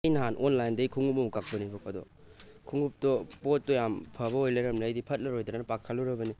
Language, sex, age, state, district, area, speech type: Manipuri, male, 18-30, Manipur, Thoubal, rural, spontaneous